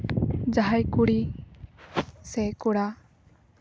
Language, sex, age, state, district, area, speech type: Santali, female, 18-30, West Bengal, Paschim Bardhaman, rural, spontaneous